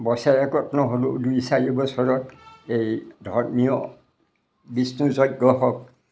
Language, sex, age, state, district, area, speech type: Assamese, male, 60+, Assam, Majuli, urban, spontaneous